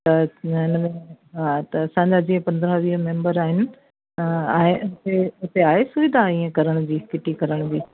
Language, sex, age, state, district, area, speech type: Sindhi, female, 60+, Delhi, South Delhi, urban, conversation